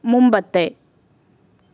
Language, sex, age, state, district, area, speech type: Malayalam, female, 45-60, Kerala, Ernakulam, rural, read